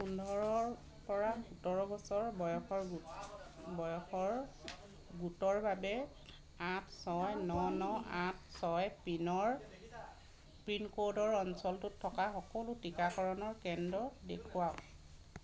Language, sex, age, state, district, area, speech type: Assamese, female, 30-45, Assam, Dhemaji, rural, read